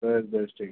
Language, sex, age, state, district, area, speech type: Santali, male, 30-45, West Bengal, Birbhum, rural, conversation